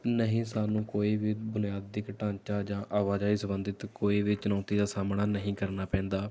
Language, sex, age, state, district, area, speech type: Punjabi, male, 18-30, Punjab, Rupnagar, rural, spontaneous